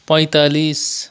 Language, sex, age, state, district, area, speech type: Nepali, male, 45-60, West Bengal, Kalimpong, rural, spontaneous